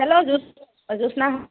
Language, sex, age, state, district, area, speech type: Assamese, female, 60+, Assam, Dibrugarh, rural, conversation